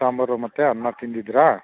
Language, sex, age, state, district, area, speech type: Kannada, male, 30-45, Karnataka, Mandya, rural, conversation